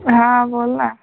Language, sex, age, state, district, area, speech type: Marathi, female, 18-30, Maharashtra, Buldhana, rural, conversation